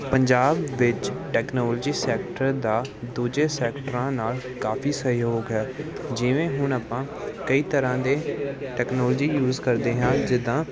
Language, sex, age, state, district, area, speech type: Punjabi, male, 18-30, Punjab, Gurdaspur, urban, spontaneous